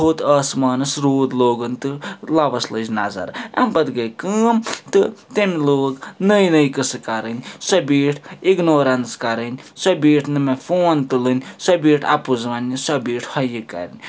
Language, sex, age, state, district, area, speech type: Kashmiri, male, 30-45, Jammu and Kashmir, Srinagar, urban, spontaneous